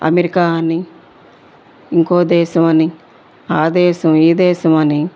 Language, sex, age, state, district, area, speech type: Telugu, female, 45-60, Andhra Pradesh, Bapatla, urban, spontaneous